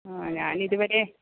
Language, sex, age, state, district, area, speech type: Malayalam, female, 60+, Kerala, Alappuzha, rural, conversation